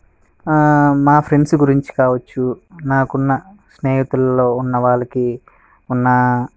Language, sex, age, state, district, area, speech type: Telugu, male, 18-30, Andhra Pradesh, Sri Balaji, rural, spontaneous